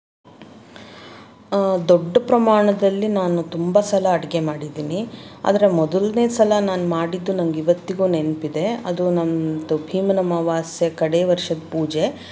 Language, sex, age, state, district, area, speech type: Kannada, female, 30-45, Karnataka, Davanagere, urban, spontaneous